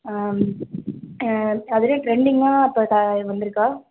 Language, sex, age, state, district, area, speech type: Tamil, female, 18-30, Tamil Nadu, Thanjavur, urban, conversation